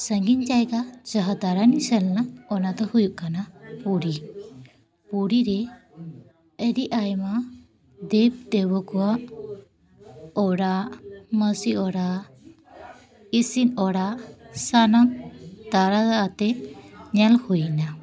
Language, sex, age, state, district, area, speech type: Santali, female, 18-30, West Bengal, Paschim Bardhaman, rural, spontaneous